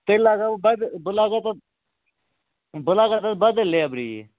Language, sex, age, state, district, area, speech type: Kashmiri, male, 45-60, Jammu and Kashmir, Baramulla, rural, conversation